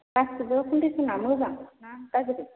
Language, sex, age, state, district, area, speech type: Bodo, female, 30-45, Assam, Kokrajhar, rural, conversation